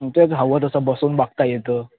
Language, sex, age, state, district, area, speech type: Marathi, male, 30-45, Maharashtra, Ratnagiri, urban, conversation